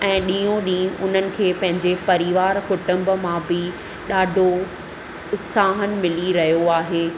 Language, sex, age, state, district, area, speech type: Sindhi, female, 30-45, Maharashtra, Thane, urban, spontaneous